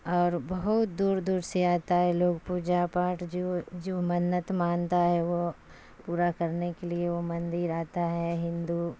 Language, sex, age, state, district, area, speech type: Urdu, female, 45-60, Bihar, Supaul, rural, spontaneous